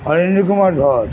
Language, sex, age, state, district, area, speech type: Bengali, male, 60+, West Bengal, Kolkata, urban, spontaneous